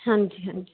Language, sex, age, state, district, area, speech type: Punjabi, female, 30-45, Punjab, Muktsar, rural, conversation